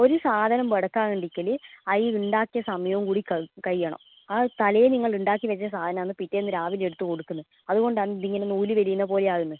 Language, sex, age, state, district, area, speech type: Malayalam, female, 18-30, Kerala, Kannur, rural, conversation